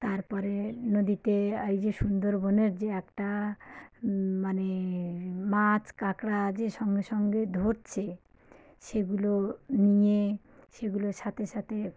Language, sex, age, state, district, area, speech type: Bengali, female, 45-60, West Bengal, South 24 Parganas, rural, spontaneous